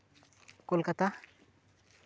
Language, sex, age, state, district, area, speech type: Santali, male, 18-30, West Bengal, Purba Bardhaman, rural, spontaneous